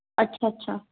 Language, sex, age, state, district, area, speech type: Punjabi, female, 30-45, Punjab, Ludhiana, rural, conversation